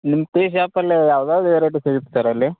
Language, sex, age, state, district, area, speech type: Kannada, male, 30-45, Karnataka, Belgaum, rural, conversation